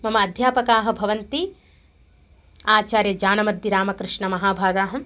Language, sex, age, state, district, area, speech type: Sanskrit, female, 30-45, Telangana, Mahbubnagar, urban, spontaneous